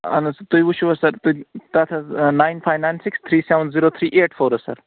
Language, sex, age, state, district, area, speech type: Kashmiri, male, 18-30, Jammu and Kashmir, Bandipora, rural, conversation